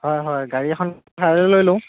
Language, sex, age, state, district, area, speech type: Assamese, male, 18-30, Assam, Lakhimpur, rural, conversation